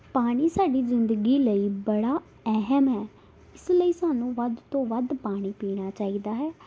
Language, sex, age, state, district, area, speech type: Punjabi, female, 18-30, Punjab, Tarn Taran, urban, spontaneous